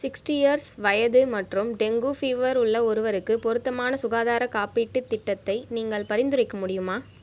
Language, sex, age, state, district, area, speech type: Tamil, female, 18-30, Tamil Nadu, Vellore, urban, read